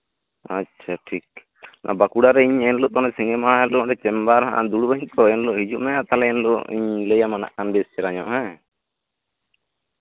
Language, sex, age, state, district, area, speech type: Santali, male, 18-30, West Bengal, Bankura, rural, conversation